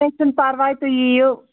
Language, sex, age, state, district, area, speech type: Kashmiri, female, 18-30, Jammu and Kashmir, Anantnag, rural, conversation